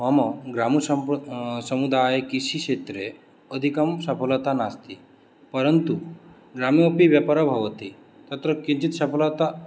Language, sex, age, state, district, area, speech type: Sanskrit, male, 18-30, West Bengal, Cooch Behar, rural, spontaneous